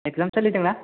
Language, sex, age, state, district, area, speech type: Bodo, male, 18-30, Assam, Chirang, rural, conversation